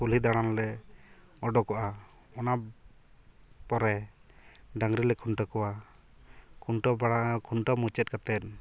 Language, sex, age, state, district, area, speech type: Santali, male, 18-30, West Bengal, Purulia, rural, spontaneous